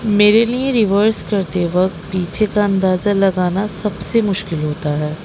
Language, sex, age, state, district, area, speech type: Urdu, female, 18-30, Delhi, North East Delhi, urban, spontaneous